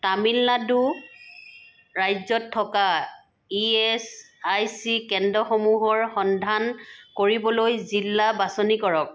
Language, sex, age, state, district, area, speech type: Assamese, female, 45-60, Assam, Sivasagar, rural, read